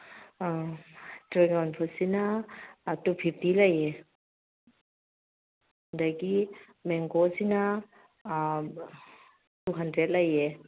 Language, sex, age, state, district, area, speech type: Manipuri, female, 30-45, Manipur, Kangpokpi, urban, conversation